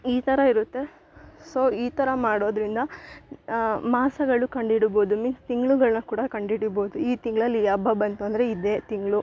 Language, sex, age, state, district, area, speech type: Kannada, female, 18-30, Karnataka, Chikkamagaluru, rural, spontaneous